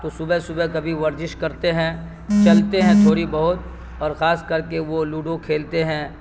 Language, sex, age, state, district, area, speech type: Urdu, male, 45-60, Bihar, Supaul, rural, spontaneous